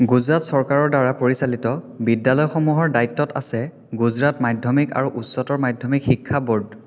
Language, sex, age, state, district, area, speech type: Assamese, male, 18-30, Assam, Biswanath, rural, read